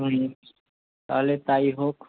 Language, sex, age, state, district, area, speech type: Bengali, male, 18-30, West Bengal, Kolkata, urban, conversation